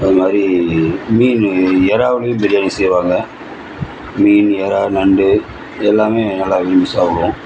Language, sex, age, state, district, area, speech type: Tamil, male, 30-45, Tamil Nadu, Cuddalore, rural, spontaneous